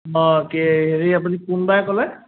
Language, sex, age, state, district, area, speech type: Assamese, male, 30-45, Assam, Golaghat, urban, conversation